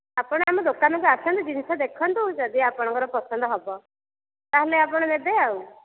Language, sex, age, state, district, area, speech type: Odia, female, 45-60, Odisha, Dhenkanal, rural, conversation